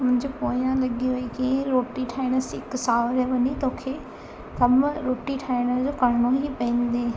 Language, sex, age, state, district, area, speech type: Sindhi, female, 18-30, Gujarat, Surat, urban, spontaneous